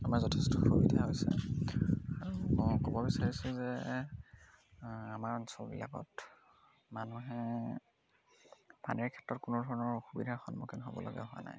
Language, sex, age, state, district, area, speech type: Assamese, male, 18-30, Assam, Dhemaji, urban, spontaneous